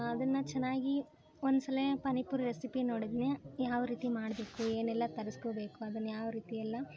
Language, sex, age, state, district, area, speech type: Kannada, female, 18-30, Karnataka, Koppal, urban, spontaneous